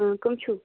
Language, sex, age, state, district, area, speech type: Kashmiri, female, 18-30, Jammu and Kashmir, Bandipora, rural, conversation